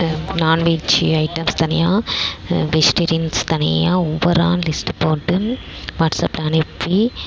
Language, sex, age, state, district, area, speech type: Tamil, female, 18-30, Tamil Nadu, Dharmapuri, rural, spontaneous